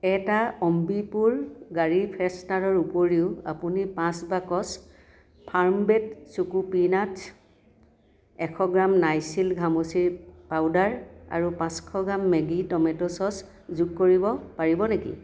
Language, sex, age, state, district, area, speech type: Assamese, female, 45-60, Assam, Dhemaji, rural, read